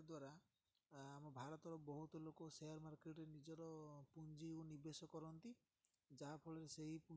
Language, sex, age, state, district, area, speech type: Odia, male, 18-30, Odisha, Ganjam, urban, spontaneous